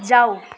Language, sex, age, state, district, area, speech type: Nepali, female, 30-45, West Bengal, Jalpaiguri, urban, read